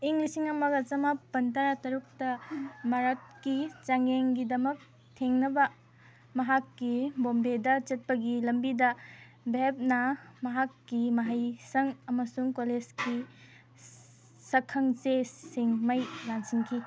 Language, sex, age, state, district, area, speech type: Manipuri, female, 18-30, Manipur, Kangpokpi, rural, read